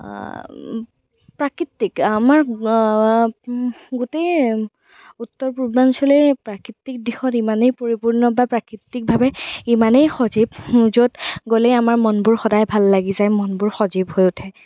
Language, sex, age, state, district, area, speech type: Assamese, female, 18-30, Assam, Darrang, rural, spontaneous